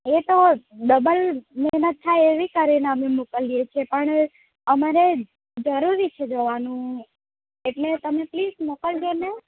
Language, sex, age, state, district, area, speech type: Gujarati, female, 18-30, Gujarat, Valsad, rural, conversation